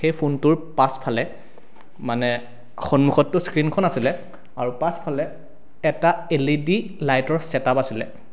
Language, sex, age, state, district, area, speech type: Assamese, male, 18-30, Assam, Sonitpur, rural, spontaneous